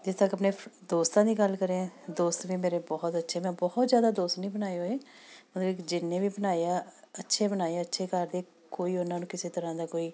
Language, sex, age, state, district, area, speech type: Punjabi, female, 45-60, Punjab, Amritsar, urban, spontaneous